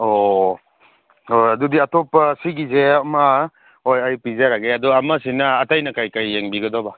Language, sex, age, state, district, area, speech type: Manipuri, male, 30-45, Manipur, Kangpokpi, urban, conversation